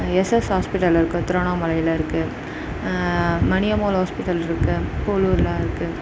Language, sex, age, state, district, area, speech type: Tamil, female, 18-30, Tamil Nadu, Tiruvannamalai, urban, spontaneous